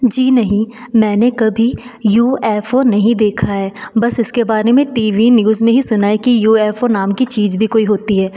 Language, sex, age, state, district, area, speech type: Hindi, female, 30-45, Madhya Pradesh, Betul, urban, spontaneous